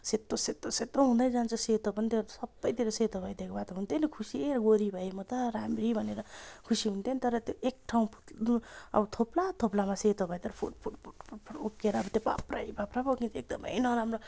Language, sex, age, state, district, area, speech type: Nepali, female, 30-45, West Bengal, Darjeeling, rural, spontaneous